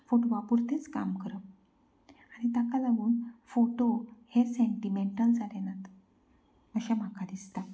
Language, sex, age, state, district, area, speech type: Goan Konkani, female, 30-45, Goa, Canacona, rural, spontaneous